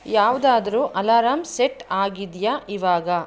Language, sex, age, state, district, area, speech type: Kannada, female, 30-45, Karnataka, Mandya, rural, read